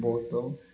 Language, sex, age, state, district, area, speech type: Odia, male, 30-45, Odisha, Koraput, urban, spontaneous